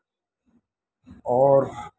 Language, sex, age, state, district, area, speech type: Urdu, male, 30-45, Uttar Pradesh, Muzaffarnagar, urban, spontaneous